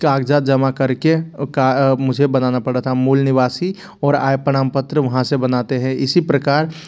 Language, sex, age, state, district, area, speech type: Hindi, male, 30-45, Madhya Pradesh, Bhopal, urban, spontaneous